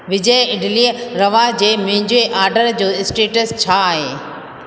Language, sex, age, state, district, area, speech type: Sindhi, female, 45-60, Rajasthan, Ajmer, urban, read